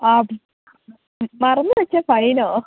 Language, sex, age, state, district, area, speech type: Malayalam, female, 18-30, Kerala, Idukki, rural, conversation